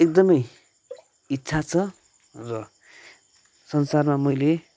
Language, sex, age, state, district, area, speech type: Nepali, male, 30-45, West Bengal, Kalimpong, rural, spontaneous